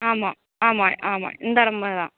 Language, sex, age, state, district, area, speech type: Tamil, female, 45-60, Tamil Nadu, Cuddalore, rural, conversation